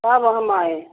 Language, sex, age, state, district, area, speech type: Hindi, female, 30-45, Bihar, Begusarai, rural, conversation